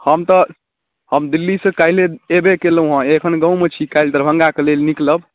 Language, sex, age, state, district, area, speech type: Maithili, male, 18-30, Bihar, Darbhanga, rural, conversation